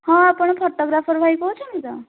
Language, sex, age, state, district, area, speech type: Odia, female, 18-30, Odisha, Puri, urban, conversation